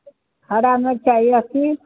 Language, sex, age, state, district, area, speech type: Maithili, female, 60+, Bihar, Supaul, rural, conversation